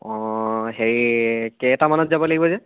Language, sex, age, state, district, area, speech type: Assamese, male, 18-30, Assam, Charaideo, urban, conversation